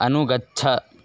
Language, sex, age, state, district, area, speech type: Sanskrit, male, 18-30, Karnataka, Bellary, rural, read